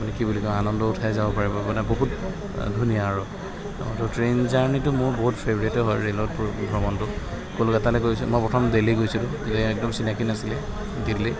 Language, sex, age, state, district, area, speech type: Assamese, male, 30-45, Assam, Sonitpur, urban, spontaneous